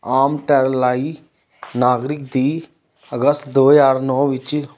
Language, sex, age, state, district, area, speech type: Punjabi, male, 30-45, Punjab, Amritsar, urban, read